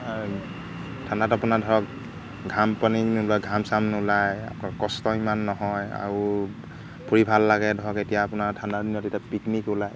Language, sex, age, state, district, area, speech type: Assamese, male, 30-45, Assam, Golaghat, rural, spontaneous